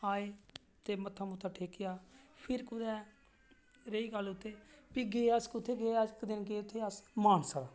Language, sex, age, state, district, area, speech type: Dogri, male, 30-45, Jammu and Kashmir, Reasi, rural, spontaneous